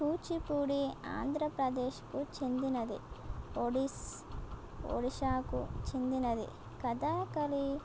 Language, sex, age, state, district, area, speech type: Telugu, female, 18-30, Telangana, Komaram Bheem, urban, spontaneous